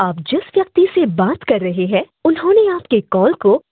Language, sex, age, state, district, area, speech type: Kashmiri, female, 18-30, Jammu and Kashmir, Budgam, rural, conversation